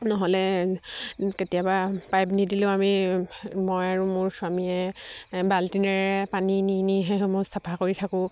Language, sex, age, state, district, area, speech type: Assamese, female, 18-30, Assam, Sivasagar, rural, spontaneous